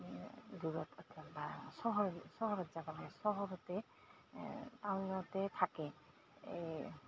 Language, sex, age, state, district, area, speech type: Assamese, female, 45-60, Assam, Goalpara, urban, spontaneous